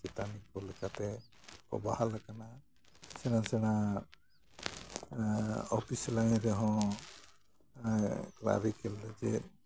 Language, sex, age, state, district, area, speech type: Santali, male, 60+, West Bengal, Jhargram, rural, spontaneous